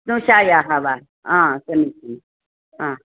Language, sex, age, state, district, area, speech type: Sanskrit, female, 60+, Karnataka, Hassan, rural, conversation